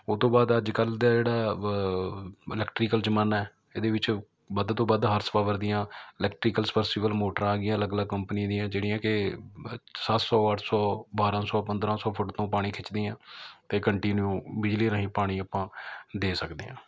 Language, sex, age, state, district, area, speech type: Punjabi, male, 30-45, Punjab, Mohali, urban, spontaneous